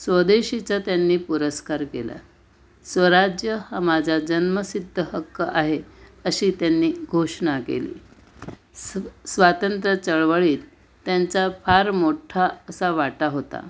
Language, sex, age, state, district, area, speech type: Marathi, female, 60+, Maharashtra, Pune, urban, spontaneous